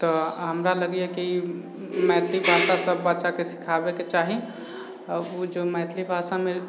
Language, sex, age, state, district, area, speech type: Maithili, male, 18-30, Bihar, Sitamarhi, urban, spontaneous